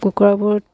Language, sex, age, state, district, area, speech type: Assamese, female, 60+, Assam, Dibrugarh, rural, spontaneous